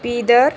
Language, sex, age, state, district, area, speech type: Kannada, female, 30-45, Karnataka, Bidar, urban, spontaneous